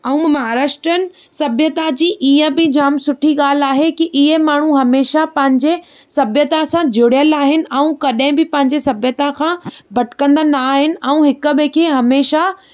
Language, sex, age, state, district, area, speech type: Sindhi, female, 18-30, Maharashtra, Thane, urban, spontaneous